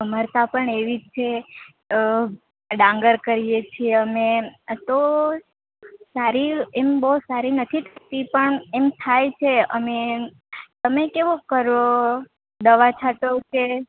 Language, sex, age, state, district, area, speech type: Gujarati, female, 18-30, Gujarat, Valsad, rural, conversation